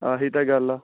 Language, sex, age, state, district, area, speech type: Punjabi, male, 18-30, Punjab, Bathinda, rural, conversation